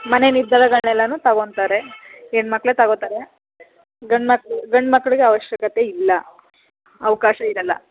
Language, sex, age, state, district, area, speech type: Kannada, female, 30-45, Karnataka, Chamarajanagar, rural, conversation